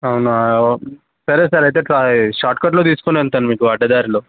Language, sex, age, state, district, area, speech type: Telugu, male, 18-30, Telangana, Mancherial, rural, conversation